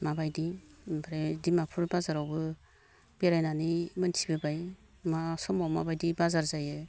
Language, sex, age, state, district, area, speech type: Bodo, female, 45-60, Assam, Baksa, rural, spontaneous